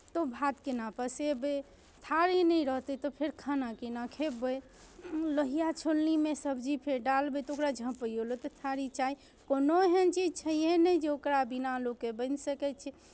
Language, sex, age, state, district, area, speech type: Maithili, female, 30-45, Bihar, Darbhanga, urban, spontaneous